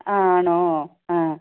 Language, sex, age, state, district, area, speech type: Malayalam, female, 60+, Kerala, Wayanad, rural, conversation